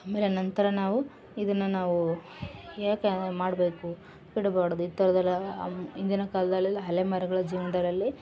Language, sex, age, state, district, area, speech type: Kannada, female, 18-30, Karnataka, Vijayanagara, rural, spontaneous